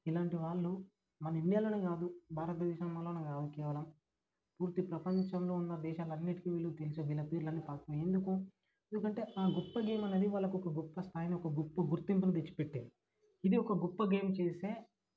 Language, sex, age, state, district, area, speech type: Telugu, male, 18-30, Telangana, Vikarabad, urban, spontaneous